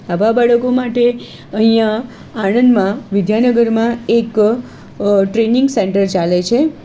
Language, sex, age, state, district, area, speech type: Gujarati, female, 45-60, Gujarat, Kheda, rural, spontaneous